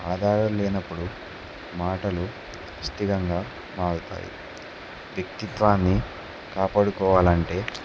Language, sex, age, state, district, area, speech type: Telugu, male, 18-30, Telangana, Kamareddy, urban, spontaneous